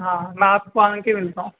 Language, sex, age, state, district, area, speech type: Urdu, male, 18-30, Uttar Pradesh, Rampur, urban, conversation